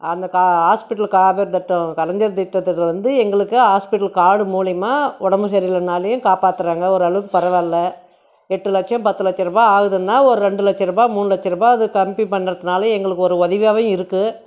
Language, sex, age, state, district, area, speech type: Tamil, female, 60+, Tamil Nadu, Krishnagiri, rural, spontaneous